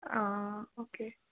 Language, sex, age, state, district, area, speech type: Assamese, female, 45-60, Assam, Darrang, urban, conversation